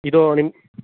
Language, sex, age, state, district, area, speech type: Kannada, male, 18-30, Karnataka, Chikkaballapur, rural, conversation